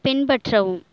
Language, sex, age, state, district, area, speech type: Tamil, female, 18-30, Tamil Nadu, Mayiladuthurai, rural, read